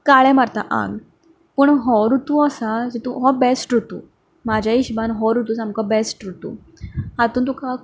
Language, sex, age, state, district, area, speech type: Goan Konkani, female, 18-30, Goa, Canacona, rural, spontaneous